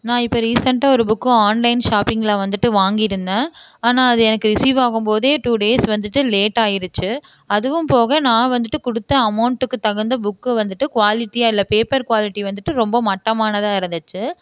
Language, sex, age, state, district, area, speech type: Tamil, female, 30-45, Tamil Nadu, Erode, rural, spontaneous